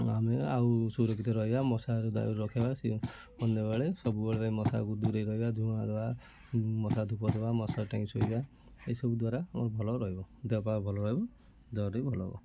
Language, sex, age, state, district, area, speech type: Odia, male, 30-45, Odisha, Kendujhar, urban, spontaneous